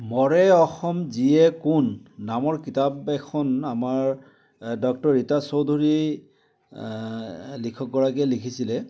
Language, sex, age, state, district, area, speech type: Assamese, male, 60+, Assam, Biswanath, rural, spontaneous